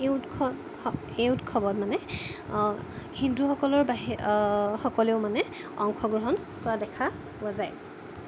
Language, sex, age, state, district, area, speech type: Assamese, female, 18-30, Assam, Jorhat, urban, spontaneous